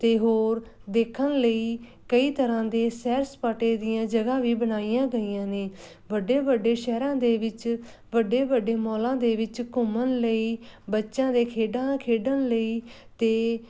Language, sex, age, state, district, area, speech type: Punjabi, female, 30-45, Punjab, Muktsar, urban, spontaneous